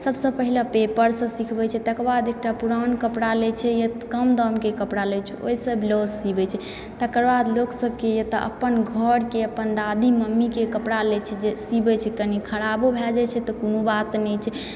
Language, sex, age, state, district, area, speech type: Maithili, female, 45-60, Bihar, Supaul, rural, spontaneous